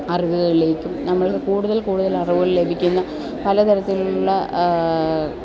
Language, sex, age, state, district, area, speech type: Malayalam, female, 30-45, Kerala, Alappuzha, urban, spontaneous